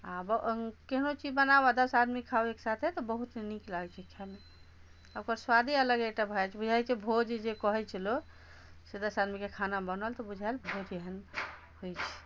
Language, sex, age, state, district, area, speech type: Maithili, female, 60+, Bihar, Madhubani, rural, spontaneous